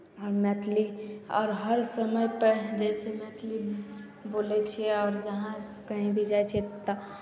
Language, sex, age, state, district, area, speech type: Maithili, female, 18-30, Bihar, Samastipur, urban, spontaneous